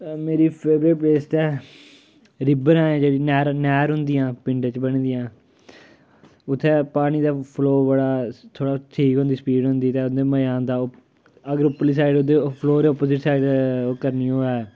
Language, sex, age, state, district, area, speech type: Dogri, male, 30-45, Jammu and Kashmir, Kathua, rural, spontaneous